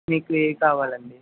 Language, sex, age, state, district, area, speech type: Telugu, male, 18-30, Andhra Pradesh, N T Rama Rao, urban, conversation